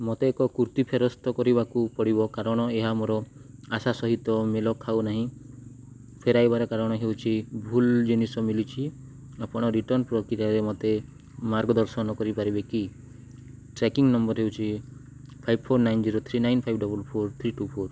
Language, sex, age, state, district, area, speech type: Odia, male, 18-30, Odisha, Nuapada, urban, read